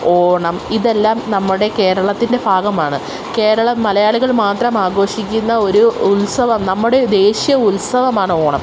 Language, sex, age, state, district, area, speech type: Malayalam, female, 18-30, Kerala, Kollam, urban, spontaneous